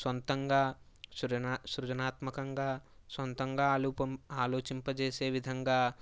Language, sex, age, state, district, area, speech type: Telugu, male, 30-45, Andhra Pradesh, Kakinada, rural, spontaneous